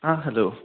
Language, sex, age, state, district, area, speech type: Malayalam, male, 18-30, Kerala, Idukki, rural, conversation